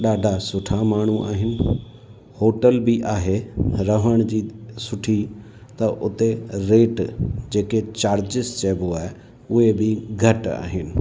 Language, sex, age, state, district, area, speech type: Sindhi, male, 30-45, Gujarat, Kutch, rural, spontaneous